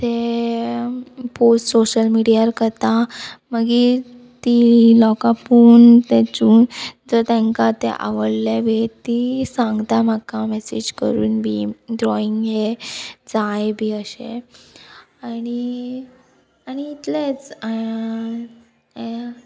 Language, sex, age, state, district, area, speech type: Goan Konkani, female, 18-30, Goa, Murmgao, urban, spontaneous